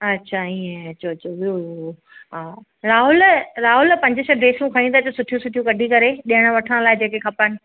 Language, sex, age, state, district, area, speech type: Sindhi, female, 45-60, Maharashtra, Thane, urban, conversation